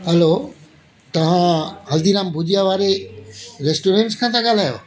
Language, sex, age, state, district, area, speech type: Sindhi, male, 60+, Delhi, South Delhi, urban, spontaneous